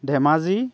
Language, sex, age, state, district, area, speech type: Assamese, male, 18-30, Assam, Dibrugarh, rural, spontaneous